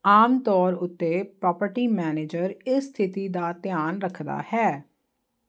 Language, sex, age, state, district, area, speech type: Punjabi, female, 30-45, Punjab, Jalandhar, urban, read